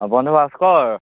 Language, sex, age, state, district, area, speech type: Assamese, male, 18-30, Assam, Majuli, rural, conversation